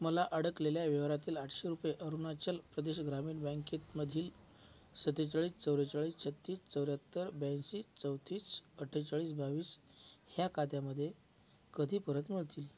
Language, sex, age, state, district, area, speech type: Marathi, male, 45-60, Maharashtra, Akola, urban, read